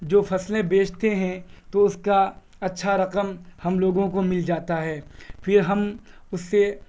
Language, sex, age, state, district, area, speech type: Urdu, male, 18-30, Bihar, Purnia, rural, spontaneous